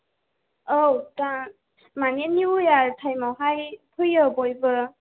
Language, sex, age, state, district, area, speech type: Bodo, female, 18-30, Assam, Kokrajhar, rural, conversation